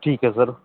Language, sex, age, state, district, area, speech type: Punjabi, male, 30-45, Punjab, Barnala, rural, conversation